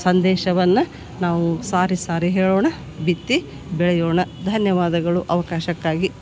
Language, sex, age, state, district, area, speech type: Kannada, female, 60+, Karnataka, Gadag, rural, spontaneous